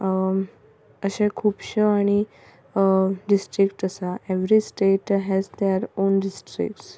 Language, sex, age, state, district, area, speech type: Goan Konkani, female, 18-30, Goa, Ponda, rural, spontaneous